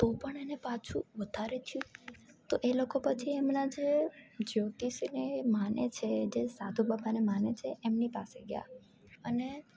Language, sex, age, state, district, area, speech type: Gujarati, female, 18-30, Gujarat, Junagadh, rural, spontaneous